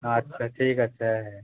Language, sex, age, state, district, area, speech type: Bengali, male, 18-30, West Bengal, Howrah, urban, conversation